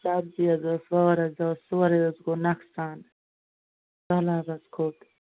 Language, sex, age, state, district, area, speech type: Kashmiri, female, 45-60, Jammu and Kashmir, Ganderbal, rural, conversation